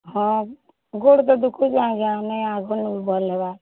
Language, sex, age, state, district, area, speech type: Odia, female, 30-45, Odisha, Bargarh, urban, conversation